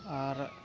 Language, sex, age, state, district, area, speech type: Santali, male, 30-45, West Bengal, Malda, rural, spontaneous